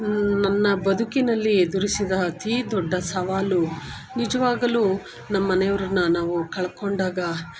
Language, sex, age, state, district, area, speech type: Kannada, female, 45-60, Karnataka, Bangalore Urban, urban, spontaneous